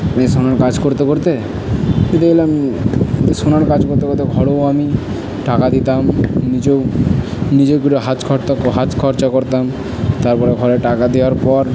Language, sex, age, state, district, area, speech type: Bengali, male, 30-45, West Bengal, Purba Bardhaman, urban, spontaneous